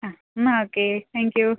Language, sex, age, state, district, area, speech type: Malayalam, female, 30-45, Kerala, Idukki, rural, conversation